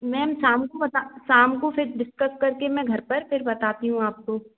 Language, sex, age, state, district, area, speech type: Hindi, female, 45-60, Madhya Pradesh, Gwalior, rural, conversation